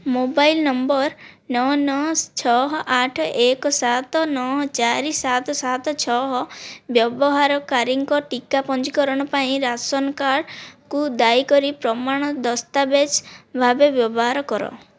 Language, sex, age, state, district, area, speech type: Odia, female, 45-60, Odisha, Kandhamal, rural, read